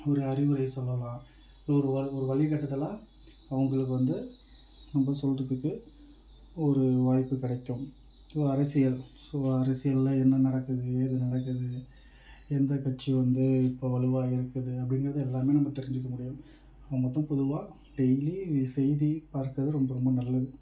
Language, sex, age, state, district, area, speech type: Tamil, male, 30-45, Tamil Nadu, Tiruvarur, rural, spontaneous